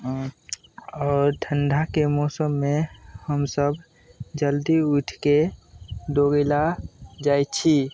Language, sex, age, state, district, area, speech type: Maithili, male, 18-30, Bihar, Madhubani, rural, spontaneous